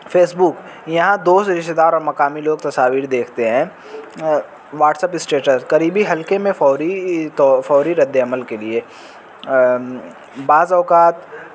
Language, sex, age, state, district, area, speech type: Urdu, male, 18-30, Uttar Pradesh, Azamgarh, rural, spontaneous